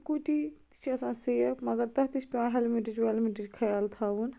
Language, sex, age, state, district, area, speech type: Kashmiri, female, 45-60, Jammu and Kashmir, Baramulla, rural, spontaneous